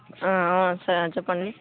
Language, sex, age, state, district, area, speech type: Telugu, male, 18-30, Telangana, Nalgonda, rural, conversation